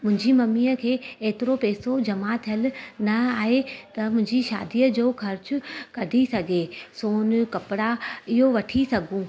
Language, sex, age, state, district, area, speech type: Sindhi, female, 30-45, Gujarat, Surat, urban, spontaneous